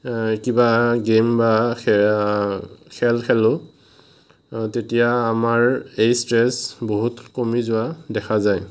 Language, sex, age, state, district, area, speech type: Assamese, male, 18-30, Assam, Morigaon, rural, spontaneous